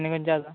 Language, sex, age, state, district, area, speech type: Goan Konkani, male, 18-30, Goa, Quepem, rural, conversation